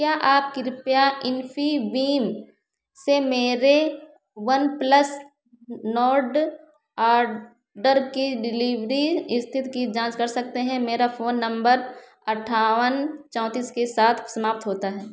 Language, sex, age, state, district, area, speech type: Hindi, female, 30-45, Uttar Pradesh, Ayodhya, rural, read